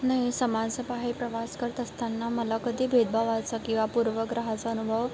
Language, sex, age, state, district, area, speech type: Marathi, female, 18-30, Maharashtra, Wardha, rural, spontaneous